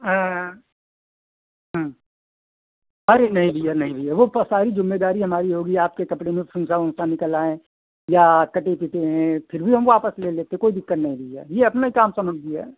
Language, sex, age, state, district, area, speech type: Hindi, male, 60+, Uttar Pradesh, Sitapur, rural, conversation